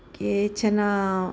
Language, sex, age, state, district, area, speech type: Sanskrit, female, 60+, Karnataka, Bellary, urban, spontaneous